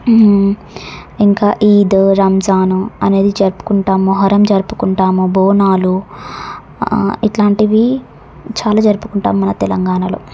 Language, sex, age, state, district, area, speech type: Telugu, female, 18-30, Telangana, Suryapet, urban, spontaneous